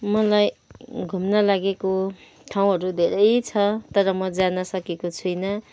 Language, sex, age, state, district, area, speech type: Nepali, female, 30-45, West Bengal, Kalimpong, rural, spontaneous